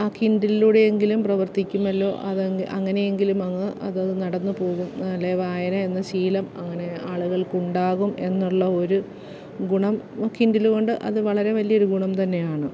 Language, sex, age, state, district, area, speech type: Malayalam, female, 30-45, Kerala, Alappuzha, rural, spontaneous